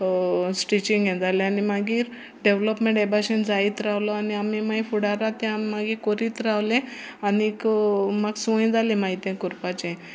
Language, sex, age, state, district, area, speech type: Goan Konkani, female, 60+, Goa, Sanguem, rural, spontaneous